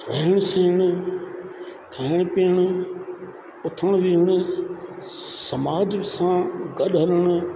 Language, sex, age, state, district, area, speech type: Sindhi, male, 60+, Rajasthan, Ajmer, rural, spontaneous